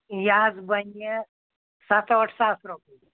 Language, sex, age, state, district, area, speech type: Kashmiri, female, 60+, Jammu and Kashmir, Anantnag, rural, conversation